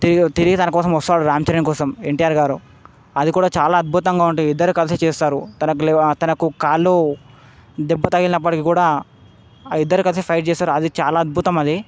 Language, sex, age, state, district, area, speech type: Telugu, male, 18-30, Telangana, Hyderabad, urban, spontaneous